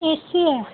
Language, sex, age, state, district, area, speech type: Marathi, female, 18-30, Maharashtra, Wardha, rural, conversation